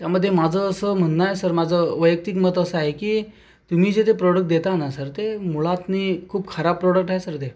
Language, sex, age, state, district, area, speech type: Marathi, male, 30-45, Maharashtra, Akola, rural, spontaneous